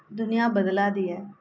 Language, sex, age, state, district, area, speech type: Dogri, female, 45-60, Jammu and Kashmir, Jammu, urban, spontaneous